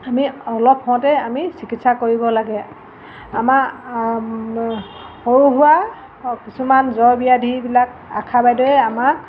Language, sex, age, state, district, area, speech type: Assamese, female, 45-60, Assam, Golaghat, urban, spontaneous